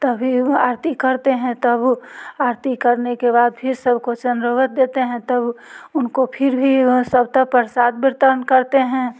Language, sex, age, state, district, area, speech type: Hindi, female, 45-60, Bihar, Muzaffarpur, rural, spontaneous